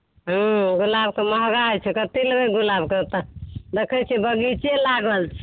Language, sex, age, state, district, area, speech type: Maithili, female, 60+, Bihar, Saharsa, rural, conversation